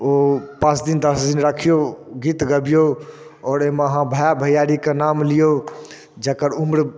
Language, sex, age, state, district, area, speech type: Maithili, male, 30-45, Bihar, Darbhanga, rural, spontaneous